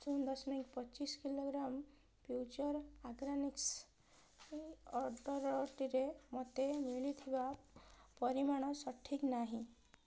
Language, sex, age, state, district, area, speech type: Odia, female, 18-30, Odisha, Balasore, rural, read